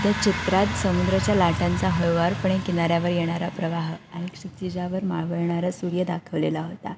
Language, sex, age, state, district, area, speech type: Marathi, female, 18-30, Maharashtra, Ratnagiri, urban, spontaneous